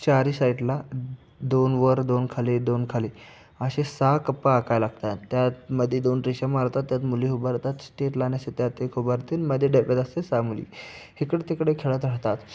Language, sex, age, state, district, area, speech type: Marathi, male, 18-30, Maharashtra, Sangli, urban, spontaneous